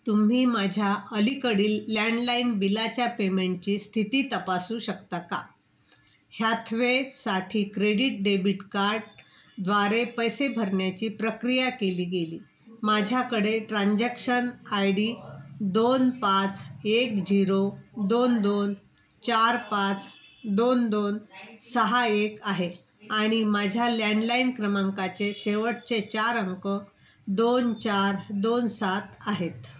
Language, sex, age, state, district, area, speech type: Marathi, female, 60+, Maharashtra, Wardha, urban, read